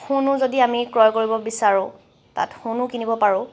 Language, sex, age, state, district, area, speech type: Assamese, female, 18-30, Assam, Charaideo, urban, spontaneous